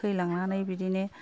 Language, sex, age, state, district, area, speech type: Bodo, female, 60+, Assam, Kokrajhar, rural, spontaneous